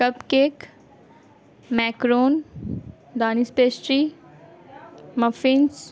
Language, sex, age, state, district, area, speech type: Urdu, female, 18-30, Bihar, Gaya, urban, spontaneous